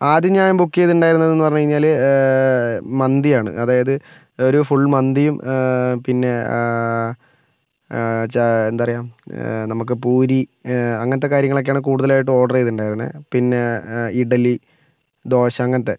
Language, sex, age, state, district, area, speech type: Malayalam, male, 18-30, Kerala, Kozhikode, urban, spontaneous